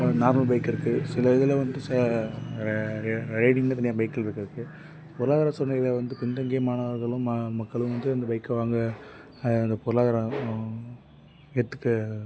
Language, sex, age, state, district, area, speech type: Tamil, male, 18-30, Tamil Nadu, Tiruppur, rural, spontaneous